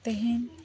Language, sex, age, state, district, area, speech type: Santali, female, 45-60, Odisha, Mayurbhanj, rural, spontaneous